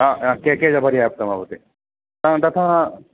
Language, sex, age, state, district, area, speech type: Sanskrit, male, 18-30, Karnataka, Uttara Kannada, rural, conversation